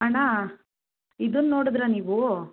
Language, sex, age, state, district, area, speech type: Kannada, female, 18-30, Karnataka, Mandya, rural, conversation